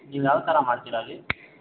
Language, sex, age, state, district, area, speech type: Kannada, male, 18-30, Karnataka, Mysore, urban, conversation